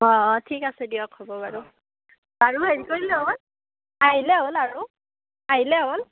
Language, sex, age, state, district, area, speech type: Assamese, female, 45-60, Assam, Darrang, rural, conversation